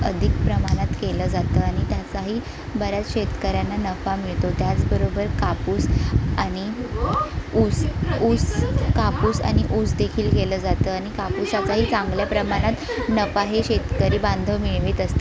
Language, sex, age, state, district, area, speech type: Marathi, female, 18-30, Maharashtra, Sindhudurg, rural, spontaneous